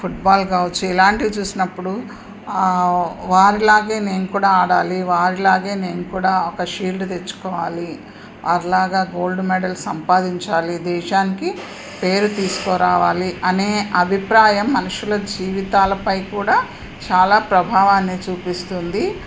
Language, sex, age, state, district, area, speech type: Telugu, female, 60+, Andhra Pradesh, Anantapur, urban, spontaneous